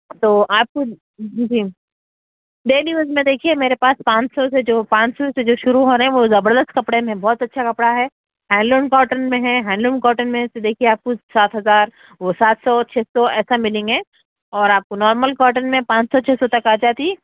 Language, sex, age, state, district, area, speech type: Urdu, female, 30-45, Telangana, Hyderabad, urban, conversation